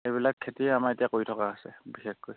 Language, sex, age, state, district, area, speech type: Assamese, male, 30-45, Assam, Charaideo, rural, conversation